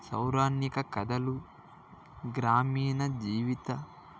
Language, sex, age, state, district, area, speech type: Telugu, male, 18-30, Andhra Pradesh, Annamaya, rural, spontaneous